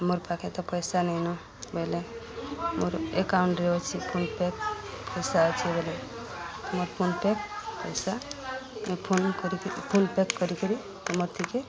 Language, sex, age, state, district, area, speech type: Odia, female, 45-60, Odisha, Balangir, urban, spontaneous